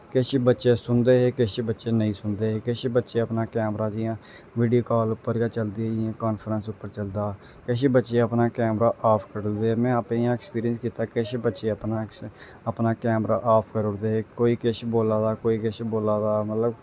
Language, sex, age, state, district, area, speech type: Dogri, male, 18-30, Jammu and Kashmir, Reasi, rural, spontaneous